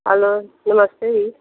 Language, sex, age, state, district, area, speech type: Punjabi, female, 30-45, Punjab, Gurdaspur, urban, conversation